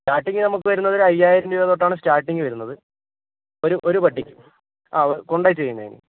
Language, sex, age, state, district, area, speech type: Malayalam, male, 45-60, Kerala, Kozhikode, urban, conversation